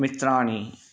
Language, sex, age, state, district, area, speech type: Sanskrit, male, 45-60, Karnataka, Bidar, urban, spontaneous